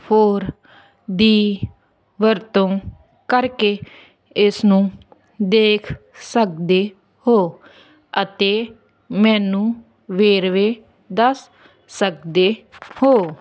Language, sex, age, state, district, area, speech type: Punjabi, female, 18-30, Punjab, Hoshiarpur, rural, read